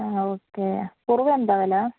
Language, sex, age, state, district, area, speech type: Malayalam, female, 30-45, Kerala, Palakkad, urban, conversation